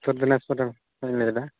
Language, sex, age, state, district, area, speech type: Santali, male, 18-30, West Bengal, Uttar Dinajpur, rural, conversation